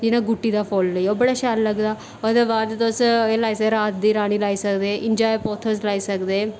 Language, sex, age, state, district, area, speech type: Dogri, female, 18-30, Jammu and Kashmir, Reasi, rural, spontaneous